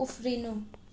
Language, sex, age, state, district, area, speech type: Nepali, female, 18-30, West Bengal, Darjeeling, rural, read